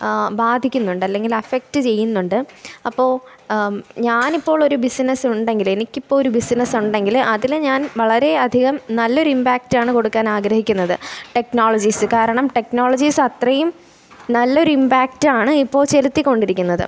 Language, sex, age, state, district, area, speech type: Malayalam, female, 18-30, Kerala, Thiruvananthapuram, rural, spontaneous